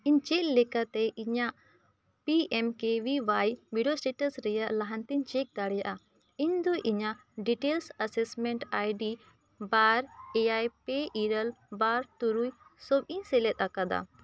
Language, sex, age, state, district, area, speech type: Santali, female, 18-30, Jharkhand, Bokaro, rural, read